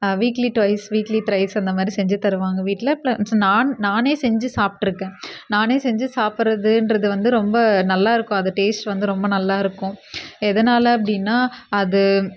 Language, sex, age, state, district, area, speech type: Tamil, female, 18-30, Tamil Nadu, Krishnagiri, rural, spontaneous